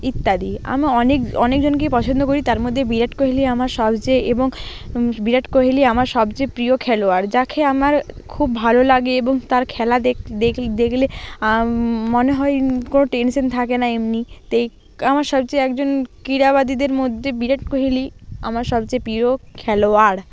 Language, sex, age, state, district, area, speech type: Bengali, female, 30-45, West Bengal, Purba Medinipur, rural, spontaneous